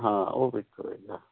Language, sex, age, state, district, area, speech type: Punjabi, male, 60+, Punjab, Mohali, urban, conversation